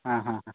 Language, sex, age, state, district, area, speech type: Kannada, male, 18-30, Karnataka, Koppal, rural, conversation